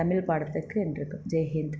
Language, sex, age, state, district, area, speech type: Tamil, female, 30-45, Tamil Nadu, Krishnagiri, rural, spontaneous